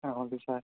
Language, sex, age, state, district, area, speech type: Tamil, male, 18-30, Tamil Nadu, Nagapattinam, rural, conversation